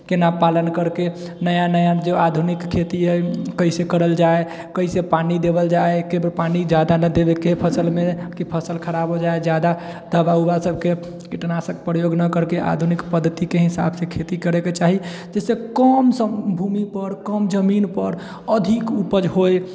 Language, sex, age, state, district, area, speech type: Maithili, male, 18-30, Bihar, Sitamarhi, rural, spontaneous